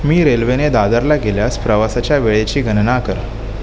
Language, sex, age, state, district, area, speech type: Marathi, male, 18-30, Maharashtra, Mumbai Suburban, urban, read